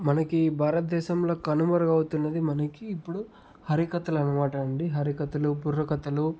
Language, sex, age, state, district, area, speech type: Telugu, male, 45-60, Andhra Pradesh, Sri Balaji, rural, spontaneous